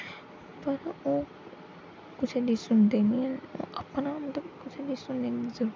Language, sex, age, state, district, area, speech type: Dogri, female, 18-30, Jammu and Kashmir, Jammu, urban, spontaneous